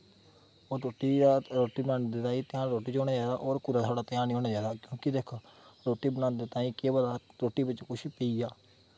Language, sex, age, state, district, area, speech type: Dogri, male, 18-30, Jammu and Kashmir, Kathua, rural, spontaneous